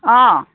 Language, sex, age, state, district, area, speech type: Assamese, female, 30-45, Assam, Sivasagar, rural, conversation